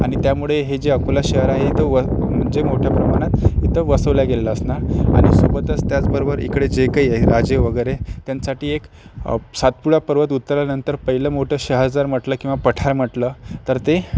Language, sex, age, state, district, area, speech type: Marathi, male, 30-45, Maharashtra, Akola, rural, spontaneous